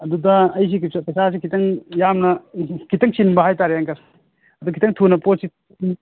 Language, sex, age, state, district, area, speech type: Manipuri, male, 45-60, Manipur, Imphal East, rural, conversation